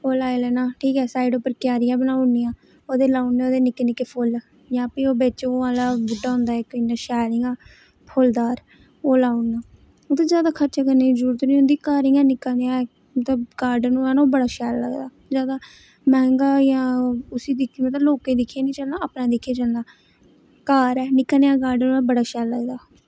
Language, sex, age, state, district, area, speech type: Dogri, female, 18-30, Jammu and Kashmir, Reasi, rural, spontaneous